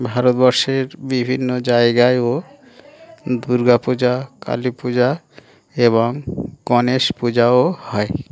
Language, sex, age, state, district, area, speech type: Bengali, male, 30-45, West Bengal, Dakshin Dinajpur, urban, spontaneous